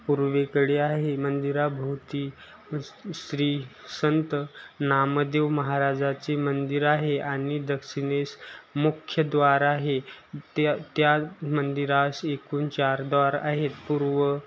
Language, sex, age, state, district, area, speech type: Marathi, male, 18-30, Maharashtra, Osmanabad, rural, spontaneous